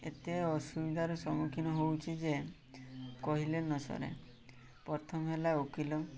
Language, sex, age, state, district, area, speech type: Odia, male, 18-30, Odisha, Mayurbhanj, rural, spontaneous